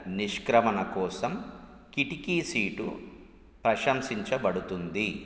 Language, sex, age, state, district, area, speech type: Telugu, male, 45-60, Andhra Pradesh, Nellore, urban, read